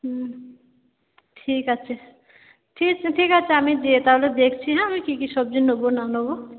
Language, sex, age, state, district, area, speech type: Bengali, female, 30-45, West Bengal, Purba Bardhaman, urban, conversation